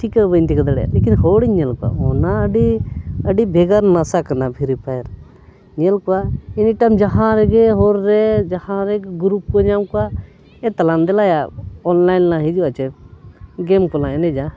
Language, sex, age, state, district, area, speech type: Santali, male, 30-45, Jharkhand, Bokaro, rural, spontaneous